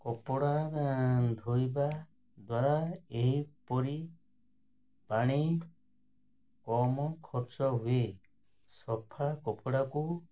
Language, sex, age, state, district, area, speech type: Odia, male, 60+, Odisha, Ganjam, urban, spontaneous